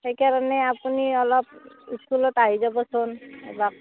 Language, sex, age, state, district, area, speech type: Assamese, female, 45-60, Assam, Barpeta, rural, conversation